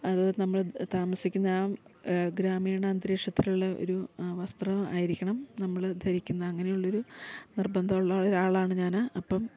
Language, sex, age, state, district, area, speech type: Malayalam, female, 45-60, Kerala, Idukki, rural, spontaneous